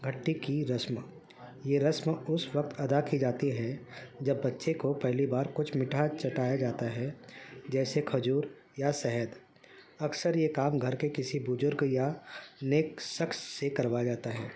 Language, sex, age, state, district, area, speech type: Urdu, male, 45-60, Uttar Pradesh, Ghaziabad, urban, spontaneous